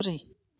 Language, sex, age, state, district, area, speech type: Bodo, female, 60+, Assam, Chirang, rural, read